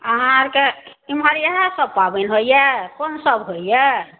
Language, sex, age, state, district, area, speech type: Maithili, female, 60+, Bihar, Samastipur, urban, conversation